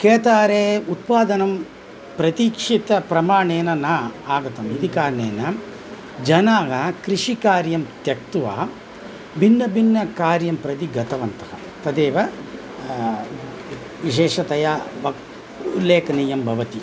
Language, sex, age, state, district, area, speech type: Sanskrit, male, 60+, Tamil Nadu, Coimbatore, urban, spontaneous